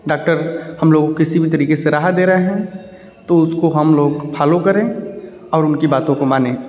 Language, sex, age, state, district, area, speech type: Hindi, male, 30-45, Uttar Pradesh, Varanasi, urban, spontaneous